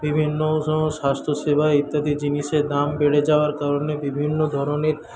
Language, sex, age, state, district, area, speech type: Bengali, male, 18-30, West Bengal, Paschim Medinipur, rural, spontaneous